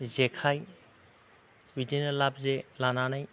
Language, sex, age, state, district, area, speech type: Bodo, male, 45-60, Assam, Chirang, rural, spontaneous